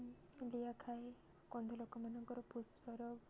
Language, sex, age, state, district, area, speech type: Odia, female, 18-30, Odisha, Koraput, urban, spontaneous